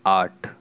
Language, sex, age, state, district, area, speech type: Urdu, male, 30-45, Delhi, South Delhi, rural, read